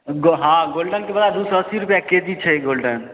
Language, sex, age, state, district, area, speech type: Maithili, male, 18-30, Bihar, Samastipur, urban, conversation